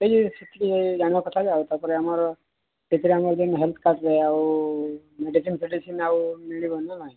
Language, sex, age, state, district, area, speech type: Odia, male, 45-60, Odisha, Sambalpur, rural, conversation